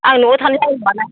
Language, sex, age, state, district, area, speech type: Bodo, female, 60+, Assam, Udalguri, rural, conversation